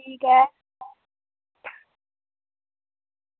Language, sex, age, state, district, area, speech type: Dogri, female, 18-30, Jammu and Kashmir, Udhampur, urban, conversation